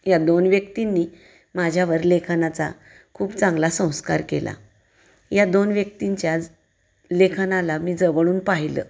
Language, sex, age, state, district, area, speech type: Marathi, female, 45-60, Maharashtra, Satara, rural, spontaneous